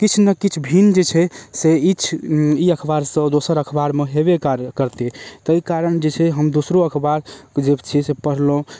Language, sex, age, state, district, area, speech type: Maithili, male, 18-30, Bihar, Darbhanga, rural, spontaneous